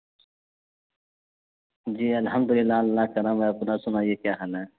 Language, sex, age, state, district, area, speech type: Urdu, male, 45-60, Bihar, Araria, rural, conversation